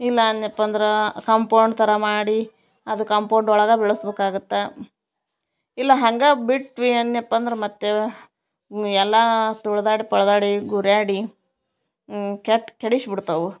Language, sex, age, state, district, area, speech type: Kannada, female, 30-45, Karnataka, Koppal, rural, spontaneous